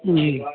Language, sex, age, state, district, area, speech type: Urdu, male, 45-60, Uttar Pradesh, Rampur, urban, conversation